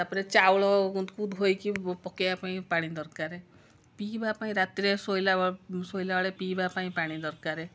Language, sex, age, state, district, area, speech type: Odia, female, 45-60, Odisha, Cuttack, urban, spontaneous